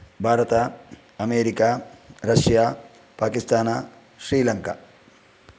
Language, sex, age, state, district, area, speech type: Sanskrit, male, 45-60, Karnataka, Udupi, rural, spontaneous